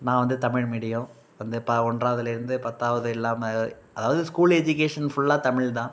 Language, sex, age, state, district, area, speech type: Tamil, male, 45-60, Tamil Nadu, Thanjavur, rural, spontaneous